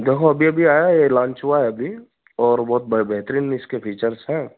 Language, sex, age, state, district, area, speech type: Hindi, male, 30-45, Madhya Pradesh, Ujjain, rural, conversation